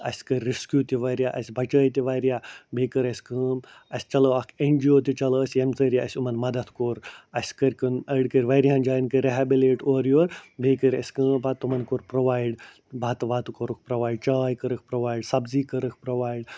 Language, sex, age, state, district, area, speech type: Kashmiri, male, 60+, Jammu and Kashmir, Ganderbal, rural, spontaneous